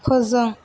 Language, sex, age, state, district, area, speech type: Bodo, female, 18-30, Assam, Chirang, rural, read